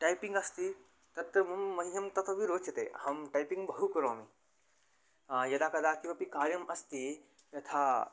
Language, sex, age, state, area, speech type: Sanskrit, male, 18-30, Haryana, rural, spontaneous